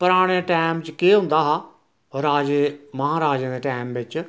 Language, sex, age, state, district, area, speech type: Dogri, male, 60+, Jammu and Kashmir, Reasi, rural, spontaneous